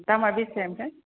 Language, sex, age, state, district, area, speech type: Bodo, female, 45-60, Assam, Chirang, rural, conversation